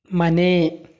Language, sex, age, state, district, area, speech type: Kannada, male, 18-30, Karnataka, Tumkur, urban, read